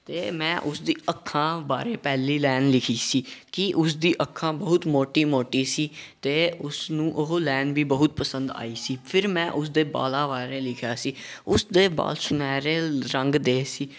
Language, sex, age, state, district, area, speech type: Punjabi, male, 18-30, Punjab, Gurdaspur, rural, spontaneous